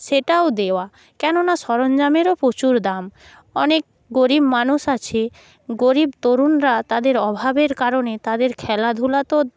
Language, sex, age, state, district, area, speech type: Bengali, female, 30-45, West Bengal, Purba Medinipur, rural, spontaneous